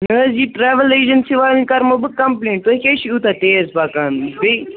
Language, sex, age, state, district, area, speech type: Kashmiri, male, 30-45, Jammu and Kashmir, Kupwara, rural, conversation